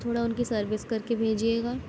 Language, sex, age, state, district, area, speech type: Urdu, female, 18-30, Uttar Pradesh, Gautam Buddha Nagar, urban, spontaneous